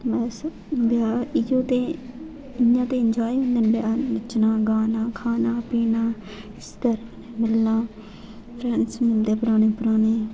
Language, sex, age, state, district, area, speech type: Dogri, female, 18-30, Jammu and Kashmir, Jammu, rural, spontaneous